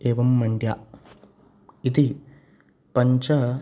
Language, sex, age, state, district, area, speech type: Sanskrit, male, 18-30, Karnataka, Uttara Kannada, rural, spontaneous